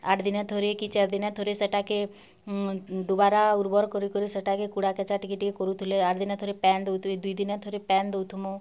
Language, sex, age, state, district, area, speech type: Odia, female, 30-45, Odisha, Bargarh, urban, spontaneous